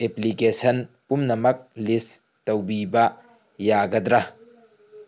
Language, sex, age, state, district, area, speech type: Manipuri, male, 18-30, Manipur, Tengnoupal, rural, read